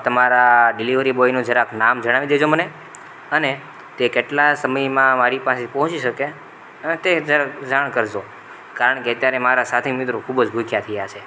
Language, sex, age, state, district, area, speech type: Gujarati, male, 30-45, Gujarat, Rajkot, rural, spontaneous